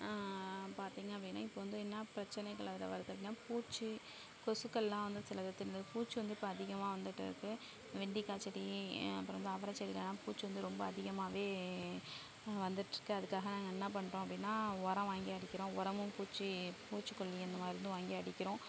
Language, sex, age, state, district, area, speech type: Tamil, female, 60+, Tamil Nadu, Sivaganga, rural, spontaneous